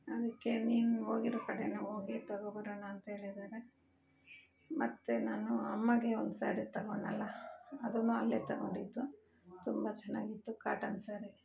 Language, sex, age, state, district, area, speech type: Kannada, female, 30-45, Karnataka, Bangalore Urban, urban, spontaneous